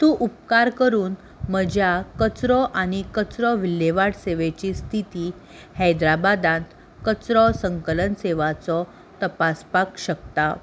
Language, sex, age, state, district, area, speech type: Goan Konkani, female, 18-30, Goa, Salcete, urban, read